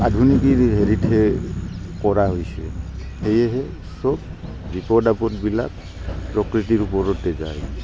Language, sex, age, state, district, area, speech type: Assamese, male, 45-60, Assam, Barpeta, rural, spontaneous